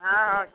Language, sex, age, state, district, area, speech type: Maithili, female, 45-60, Bihar, Samastipur, rural, conversation